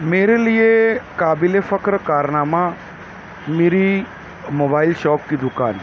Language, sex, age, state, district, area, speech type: Urdu, male, 30-45, Maharashtra, Nashik, urban, spontaneous